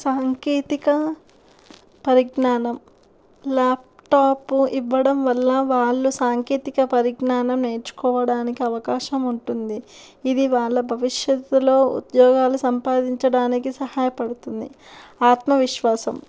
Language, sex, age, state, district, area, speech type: Telugu, female, 18-30, Andhra Pradesh, Kurnool, urban, spontaneous